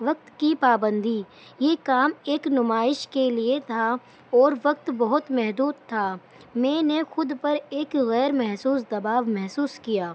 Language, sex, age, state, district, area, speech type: Urdu, female, 18-30, Delhi, New Delhi, urban, spontaneous